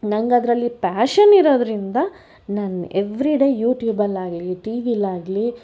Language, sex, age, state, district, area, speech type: Kannada, female, 60+, Karnataka, Bangalore Urban, urban, spontaneous